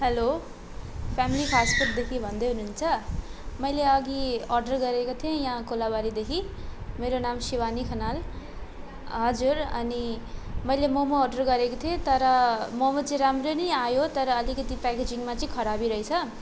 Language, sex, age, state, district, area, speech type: Nepali, female, 18-30, West Bengal, Darjeeling, rural, spontaneous